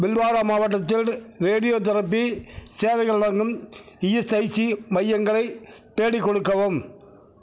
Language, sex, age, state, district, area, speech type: Tamil, male, 60+, Tamil Nadu, Mayiladuthurai, urban, read